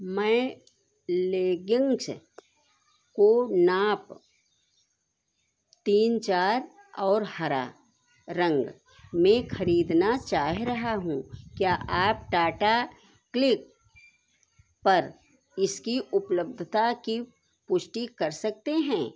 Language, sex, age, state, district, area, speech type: Hindi, female, 60+, Uttar Pradesh, Sitapur, rural, read